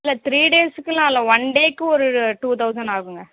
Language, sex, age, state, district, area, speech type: Tamil, female, 45-60, Tamil Nadu, Cuddalore, rural, conversation